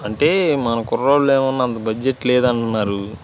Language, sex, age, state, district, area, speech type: Telugu, male, 18-30, Andhra Pradesh, Bapatla, rural, spontaneous